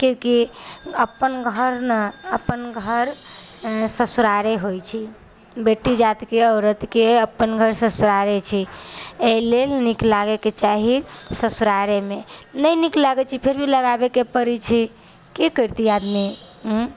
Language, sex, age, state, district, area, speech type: Maithili, female, 18-30, Bihar, Samastipur, urban, spontaneous